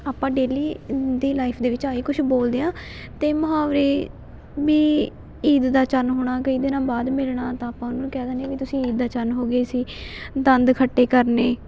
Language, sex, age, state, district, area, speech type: Punjabi, female, 18-30, Punjab, Fatehgarh Sahib, rural, spontaneous